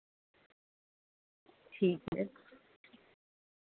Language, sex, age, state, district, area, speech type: Dogri, female, 30-45, Jammu and Kashmir, Jammu, urban, conversation